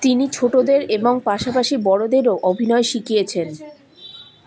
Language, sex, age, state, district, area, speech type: Bengali, female, 30-45, West Bengal, Malda, rural, read